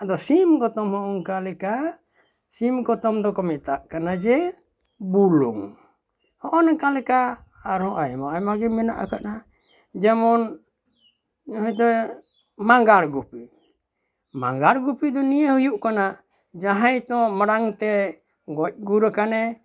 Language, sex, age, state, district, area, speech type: Santali, male, 60+, West Bengal, Bankura, rural, spontaneous